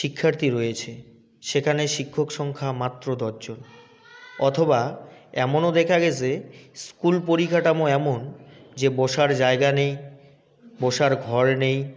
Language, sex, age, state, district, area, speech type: Bengali, male, 18-30, West Bengal, Jalpaiguri, rural, spontaneous